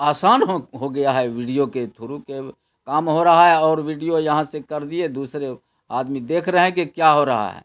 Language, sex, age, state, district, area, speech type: Urdu, male, 60+, Bihar, Khagaria, rural, spontaneous